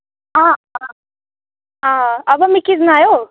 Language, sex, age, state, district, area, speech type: Dogri, female, 18-30, Jammu and Kashmir, Udhampur, rural, conversation